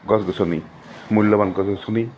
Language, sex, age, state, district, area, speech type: Assamese, male, 45-60, Assam, Lakhimpur, urban, spontaneous